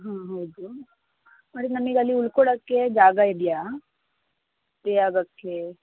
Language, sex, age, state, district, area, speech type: Kannada, female, 30-45, Karnataka, Tumkur, rural, conversation